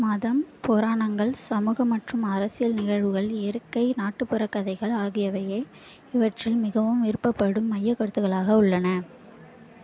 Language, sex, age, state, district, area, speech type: Tamil, female, 18-30, Tamil Nadu, Mayiladuthurai, urban, read